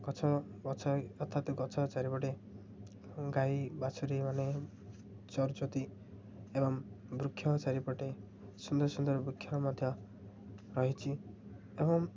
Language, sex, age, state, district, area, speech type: Odia, male, 18-30, Odisha, Ganjam, urban, spontaneous